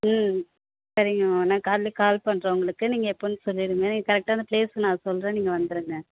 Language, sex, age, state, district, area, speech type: Tamil, female, 30-45, Tamil Nadu, Thanjavur, urban, conversation